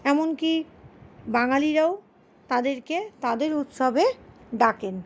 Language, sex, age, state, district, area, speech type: Bengali, female, 60+, West Bengal, Paschim Bardhaman, urban, spontaneous